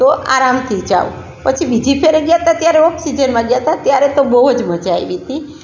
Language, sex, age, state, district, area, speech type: Gujarati, female, 45-60, Gujarat, Rajkot, rural, spontaneous